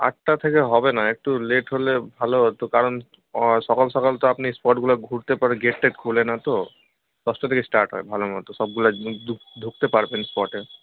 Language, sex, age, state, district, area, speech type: Bengali, male, 18-30, West Bengal, Malda, rural, conversation